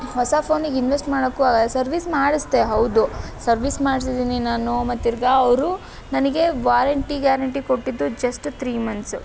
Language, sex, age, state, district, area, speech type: Kannada, female, 18-30, Karnataka, Tumkur, rural, spontaneous